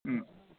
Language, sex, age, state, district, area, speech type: Manipuri, male, 30-45, Manipur, Senapati, urban, conversation